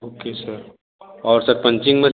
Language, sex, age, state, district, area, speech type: Hindi, male, 18-30, Uttar Pradesh, Sonbhadra, rural, conversation